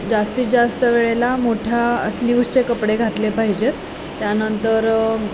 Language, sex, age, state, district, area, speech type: Marathi, female, 18-30, Maharashtra, Sangli, urban, spontaneous